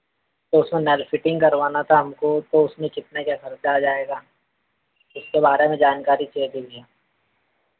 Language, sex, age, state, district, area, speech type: Hindi, male, 30-45, Madhya Pradesh, Harda, urban, conversation